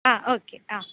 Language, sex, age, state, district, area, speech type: Tamil, female, 18-30, Tamil Nadu, Pudukkottai, rural, conversation